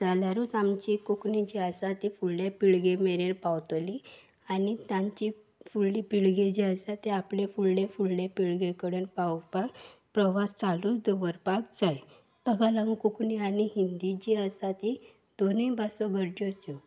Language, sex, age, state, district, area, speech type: Goan Konkani, female, 18-30, Goa, Salcete, urban, spontaneous